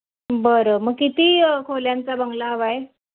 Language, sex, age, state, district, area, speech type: Marathi, female, 30-45, Maharashtra, Palghar, urban, conversation